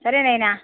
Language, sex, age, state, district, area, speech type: Telugu, female, 60+, Andhra Pradesh, Nellore, rural, conversation